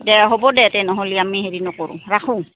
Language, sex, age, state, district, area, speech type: Assamese, female, 45-60, Assam, Goalpara, urban, conversation